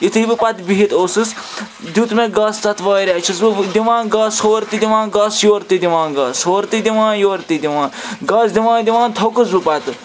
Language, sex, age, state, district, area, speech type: Kashmiri, male, 30-45, Jammu and Kashmir, Srinagar, urban, spontaneous